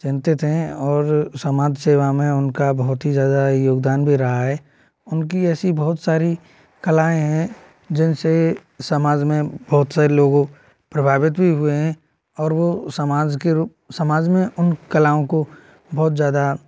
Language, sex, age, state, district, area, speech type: Hindi, male, 18-30, Madhya Pradesh, Ujjain, urban, spontaneous